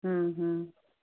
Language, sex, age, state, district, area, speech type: Maithili, female, 60+, Bihar, Madhubani, rural, conversation